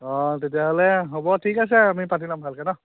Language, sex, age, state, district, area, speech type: Assamese, male, 30-45, Assam, Biswanath, rural, conversation